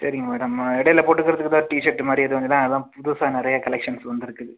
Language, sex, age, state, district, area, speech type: Tamil, male, 18-30, Tamil Nadu, Pudukkottai, rural, conversation